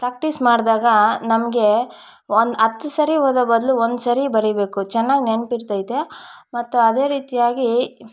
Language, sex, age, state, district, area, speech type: Kannada, female, 18-30, Karnataka, Kolar, rural, spontaneous